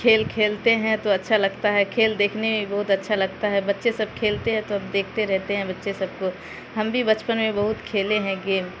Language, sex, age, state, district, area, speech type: Urdu, female, 45-60, Bihar, Khagaria, rural, spontaneous